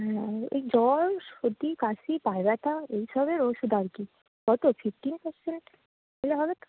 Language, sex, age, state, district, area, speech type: Bengali, female, 18-30, West Bengal, Darjeeling, urban, conversation